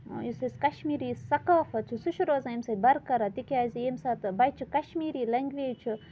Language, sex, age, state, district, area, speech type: Kashmiri, female, 18-30, Jammu and Kashmir, Budgam, rural, spontaneous